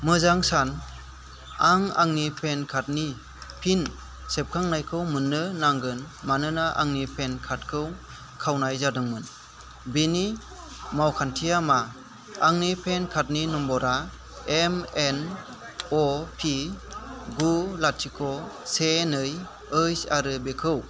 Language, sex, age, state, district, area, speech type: Bodo, male, 30-45, Assam, Kokrajhar, rural, read